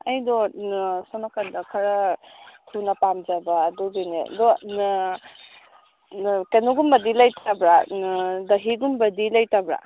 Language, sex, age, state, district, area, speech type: Manipuri, female, 18-30, Manipur, Kangpokpi, urban, conversation